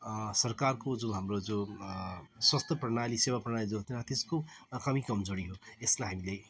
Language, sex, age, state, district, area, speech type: Nepali, male, 30-45, West Bengal, Alipurduar, urban, spontaneous